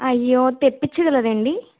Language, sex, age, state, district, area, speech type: Telugu, female, 18-30, Telangana, Vikarabad, urban, conversation